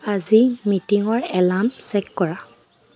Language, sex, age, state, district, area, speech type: Assamese, female, 18-30, Assam, Dibrugarh, rural, read